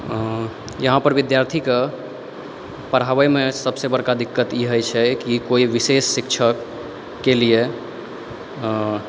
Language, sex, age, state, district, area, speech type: Maithili, male, 18-30, Bihar, Purnia, rural, spontaneous